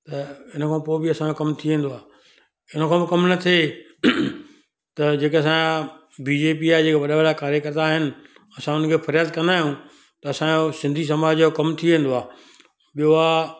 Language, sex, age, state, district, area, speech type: Sindhi, male, 60+, Gujarat, Surat, urban, spontaneous